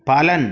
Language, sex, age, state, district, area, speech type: Hindi, male, 30-45, Madhya Pradesh, Jabalpur, urban, read